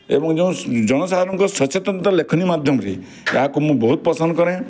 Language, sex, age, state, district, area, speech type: Odia, male, 45-60, Odisha, Bargarh, urban, spontaneous